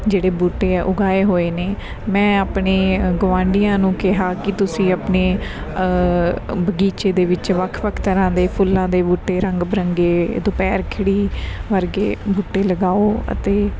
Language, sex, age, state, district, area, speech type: Punjabi, female, 30-45, Punjab, Mansa, urban, spontaneous